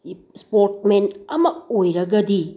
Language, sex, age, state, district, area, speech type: Manipuri, female, 60+, Manipur, Bishnupur, rural, spontaneous